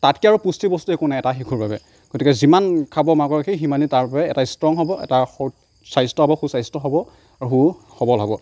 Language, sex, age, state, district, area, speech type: Assamese, male, 45-60, Assam, Darrang, rural, spontaneous